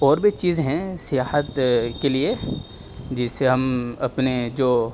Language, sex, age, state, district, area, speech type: Urdu, male, 18-30, Delhi, East Delhi, rural, spontaneous